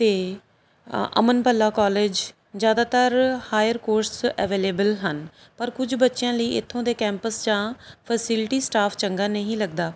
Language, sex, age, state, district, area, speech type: Punjabi, male, 45-60, Punjab, Pathankot, rural, spontaneous